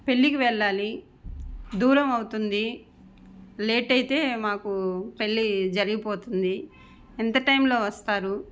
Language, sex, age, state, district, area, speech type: Telugu, female, 45-60, Andhra Pradesh, Nellore, urban, spontaneous